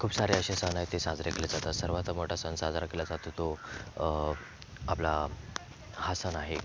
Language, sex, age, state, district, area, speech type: Marathi, male, 30-45, Maharashtra, Thane, urban, spontaneous